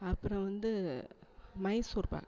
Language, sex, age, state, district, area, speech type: Tamil, female, 45-60, Tamil Nadu, Thanjavur, urban, spontaneous